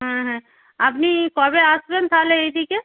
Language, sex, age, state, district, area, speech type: Bengali, female, 45-60, West Bengal, North 24 Parganas, rural, conversation